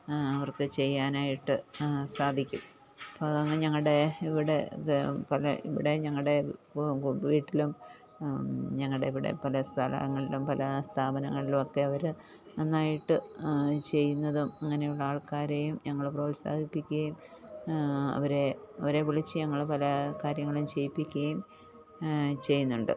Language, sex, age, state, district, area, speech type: Malayalam, female, 45-60, Kerala, Pathanamthitta, rural, spontaneous